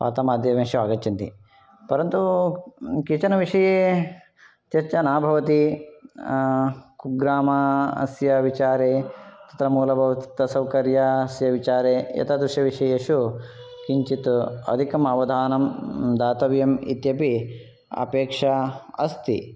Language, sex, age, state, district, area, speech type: Sanskrit, male, 45-60, Karnataka, Shimoga, urban, spontaneous